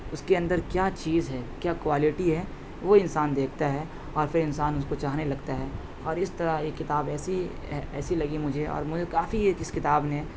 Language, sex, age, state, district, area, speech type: Urdu, male, 18-30, Delhi, North West Delhi, urban, spontaneous